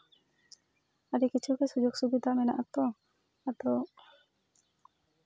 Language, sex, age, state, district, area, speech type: Santali, female, 30-45, West Bengal, Jhargram, rural, spontaneous